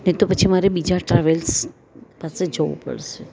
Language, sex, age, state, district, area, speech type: Gujarati, female, 60+, Gujarat, Valsad, rural, spontaneous